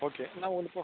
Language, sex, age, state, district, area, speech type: Tamil, male, 30-45, Tamil Nadu, Ariyalur, rural, conversation